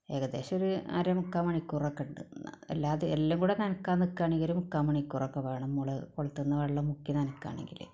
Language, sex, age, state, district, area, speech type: Malayalam, female, 45-60, Kerala, Malappuram, rural, spontaneous